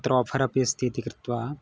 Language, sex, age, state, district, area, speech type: Sanskrit, male, 18-30, Gujarat, Surat, urban, spontaneous